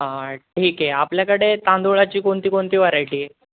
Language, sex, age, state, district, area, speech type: Marathi, male, 18-30, Maharashtra, Nanded, rural, conversation